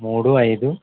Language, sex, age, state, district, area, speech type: Telugu, male, 18-30, Andhra Pradesh, West Godavari, rural, conversation